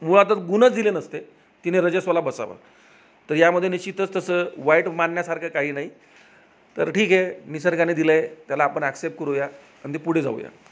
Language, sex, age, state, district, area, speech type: Marathi, male, 45-60, Maharashtra, Jalna, urban, spontaneous